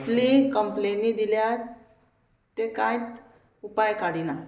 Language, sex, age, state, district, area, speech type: Goan Konkani, female, 30-45, Goa, Murmgao, rural, spontaneous